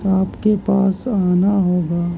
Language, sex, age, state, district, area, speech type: Urdu, male, 30-45, Uttar Pradesh, Gautam Buddha Nagar, urban, spontaneous